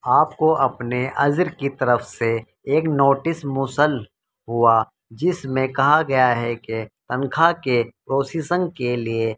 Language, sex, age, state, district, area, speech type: Urdu, male, 30-45, Uttar Pradesh, Muzaffarnagar, urban, spontaneous